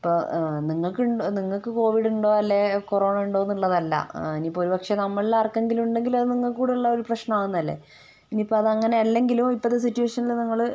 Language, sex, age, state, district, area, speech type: Malayalam, female, 30-45, Kerala, Wayanad, rural, spontaneous